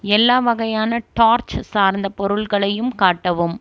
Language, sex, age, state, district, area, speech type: Tamil, female, 30-45, Tamil Nadu, Krishnagiri, rural, read